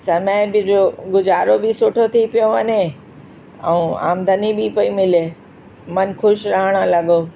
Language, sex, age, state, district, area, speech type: Sindhi, female, 60+, Uttar Pradesh, Lucknow, rural, spontaneous